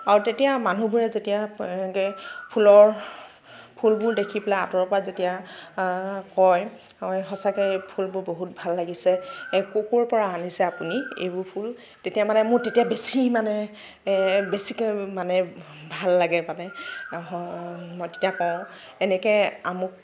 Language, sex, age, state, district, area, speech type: Assamese, female, 18-30, Assam, Nagaon, rural, spontaneous